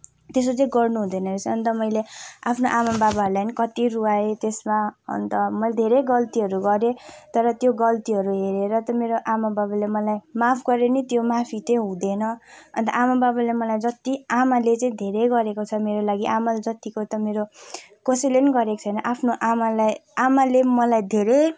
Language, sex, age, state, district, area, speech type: Nepali, female, 18-30, West Bengal, Kalimpong, rural, spontaneous